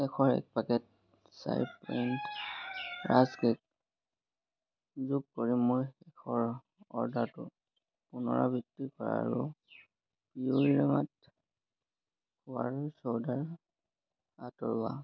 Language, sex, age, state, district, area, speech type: Assamese, male, 18-30, Assam, Majuli, urban, read